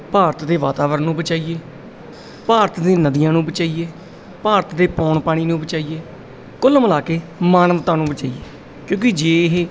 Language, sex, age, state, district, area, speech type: Punjabi, male, 30-45, Punjab, Bathinda, urban, spontaneous